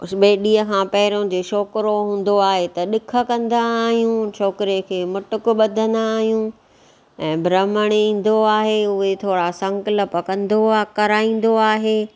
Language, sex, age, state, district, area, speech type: Sindhi, female, 45-60, Maharashtra, Thane, urban, spontaneous